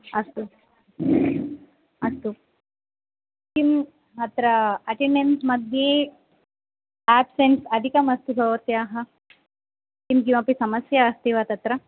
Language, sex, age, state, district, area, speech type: Sanskrit, female, 30-45, Andhra Pradesh, Visakhapatnam, urban, conversation